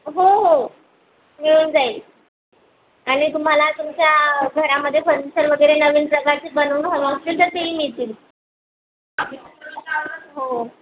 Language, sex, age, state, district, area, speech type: Marathi, female, 18-30, Maharashtra, Buldhana, rural, conversation